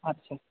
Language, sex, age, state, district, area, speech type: Bengali, male, 30-45, West Bengal, Paschim Bardhaman, urban, conversation